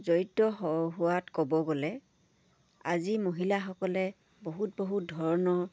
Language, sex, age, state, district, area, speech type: Assamese, female, 45-60, Assam, Dibrugarh, rural, spontaneous